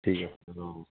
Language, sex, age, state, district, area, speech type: Assamese, male, 30-45, Assam, Lakhimpur, urban, conversation